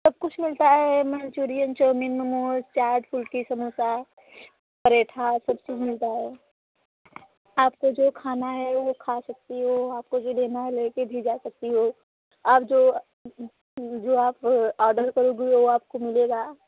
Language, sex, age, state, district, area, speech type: Hindi, female, 18-30, Uttar Pradesh, Prayagraj, rural, conversation